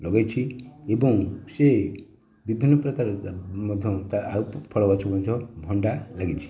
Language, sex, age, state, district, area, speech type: Odia, male, 60+, Odisha, Nayagarh, rural, spontaneous